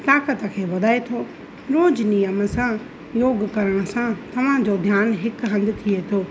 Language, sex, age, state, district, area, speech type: Sindhi, female, 30-45, Rajasthan, Ajmer, rural, spontaneous